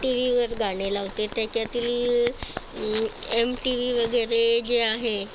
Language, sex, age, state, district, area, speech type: Marathi, female, 30-45, Maharashtra, Nagpur, urban, spontaneous